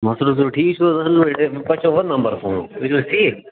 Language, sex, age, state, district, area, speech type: Kashmiri, male, 45-60, Jammu and Kashmir, Budgam, urban, conversation